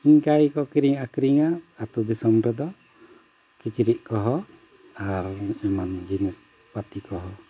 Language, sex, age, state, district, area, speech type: Santali, male, 45-60, Jharkhand, Bokaro, rural, spontaneous